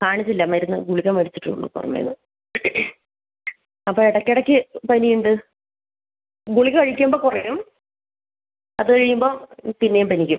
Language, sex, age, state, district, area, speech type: Malayalam, female, 60+, Kerala, Wayanad, rural, conversation